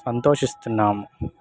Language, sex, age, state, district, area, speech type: Telugu, male, 18-30, Telangana, Khammam, urban, spontaneous